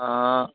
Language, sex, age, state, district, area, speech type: Assamese, male, 18-30, Assam, Golaghat, rural, conversation